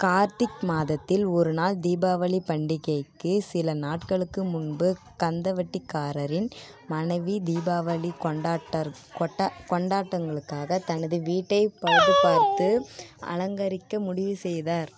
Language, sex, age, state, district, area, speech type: Tamil, female, 18-30, Tamil Nadu, Kallakurichi, urban, read